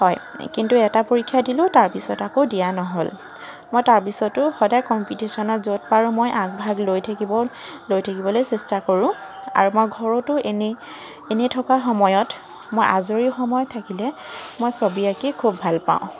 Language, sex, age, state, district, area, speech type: Assamese, female, 45-60, Assam, Charaideo, urban, spontaneous